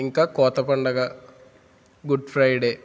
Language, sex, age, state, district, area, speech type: Telugu, male, 18-30, Andhra Pradesh, Eluru, rural, spontaneous